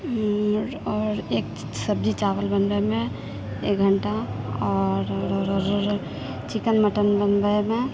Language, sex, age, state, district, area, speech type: Maithili, female, 45-60, Bihar, Purnia, rural, spontaneous